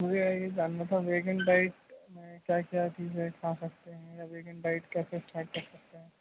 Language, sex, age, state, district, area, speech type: Urdu, male, 30-45, Uttar Pradesh, Rampur, urban, conversation